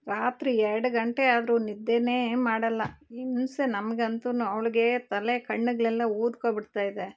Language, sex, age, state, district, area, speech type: Kannada, female, 30-45, Karnataka, Bangalore Urban, urban, spontaneous